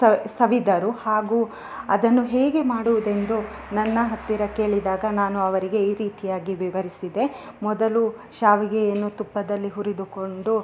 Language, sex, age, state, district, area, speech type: Kannada, female, 30-45, Karnataka, Chikkamagaluru, rural, spontaneous